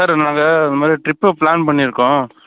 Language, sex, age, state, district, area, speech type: Tamil, male, 45-60, Tamil Nadu, Sivaganga, urban, conversation